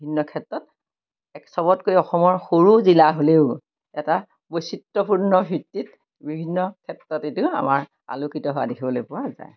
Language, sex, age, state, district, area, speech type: Assamese, female, 60+, Assam, Majuli, urban, spontaneous